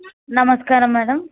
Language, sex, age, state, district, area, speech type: Telugu, female, 18-30, Telangana, Ranga Reddy, rural, conversation